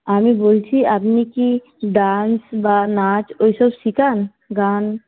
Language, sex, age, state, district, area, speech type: Bengali, female, 18-30, West Bengal, Paschim Medinipur, rural, conversation